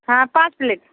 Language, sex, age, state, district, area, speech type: Hindi, female, 30-45, Uttar Pradesh, Bhadohi, urban, conversation